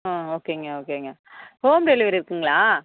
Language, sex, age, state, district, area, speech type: Tamil, female, 18-30, Tamil Nadu, Kallakurichi, rural, conversation